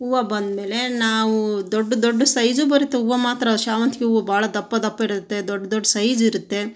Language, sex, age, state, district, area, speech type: Kannada, female, 45-60, Karnataka, Chitradurga, rural, spontaneous